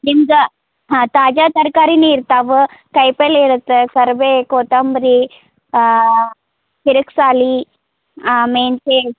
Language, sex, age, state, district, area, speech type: Kannada, female, 30-45, Karnataka, Gadag, rural, conversation